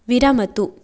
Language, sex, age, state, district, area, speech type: Sanskrit, female, 18-30, Kerala, Kasaragod, rural, read